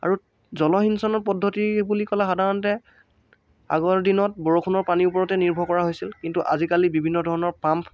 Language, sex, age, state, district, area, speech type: Assamese, male, 18-30, Assam, Lakhimpur, rural, spontaneous